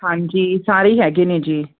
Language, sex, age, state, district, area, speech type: Punjabi, female, 45-60, Punjab, Fazilka, rural, conversation